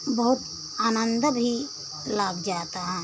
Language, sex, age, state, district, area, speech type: Hindi, female, 60+, Uttar Pradesh, Pratapgarh, rural, spontaneous